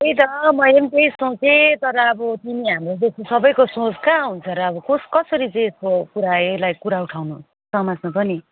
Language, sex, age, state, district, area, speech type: Nepali, female, 30-45, West Bengal, Kalimpong, rural, conversation